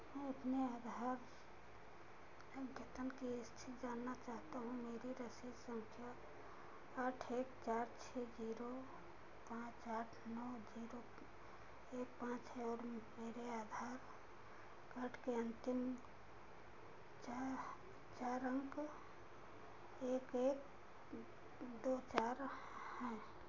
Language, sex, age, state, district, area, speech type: Hindi, female, 60+, Uttar Pradesh, Ayodhya, urban, read